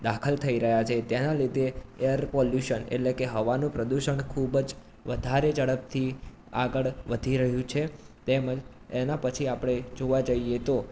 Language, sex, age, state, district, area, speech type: Gujarati, male, 18-30, Gujarat, Mehsana, urban, spontaneous